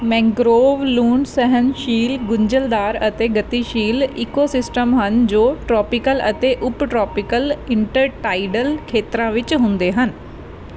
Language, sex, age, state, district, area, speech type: Punjabi, female, 30-45, Punjab, Mansa, urban, read